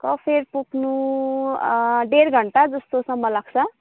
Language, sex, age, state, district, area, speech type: Nepali, female, 30-45, West Bengal, Kalimpong, rural, conversation